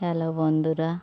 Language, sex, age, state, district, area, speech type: Bengali, female, 45-60, West Bengal, Birbhum, urban, spontaneous